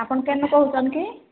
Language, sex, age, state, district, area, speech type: Odia, female, 30-45, Odisha, Sambalpur, rural, conversation